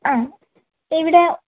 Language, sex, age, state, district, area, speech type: Malayalam, female, 30-45, Kerala, Palakkad, rural, conversation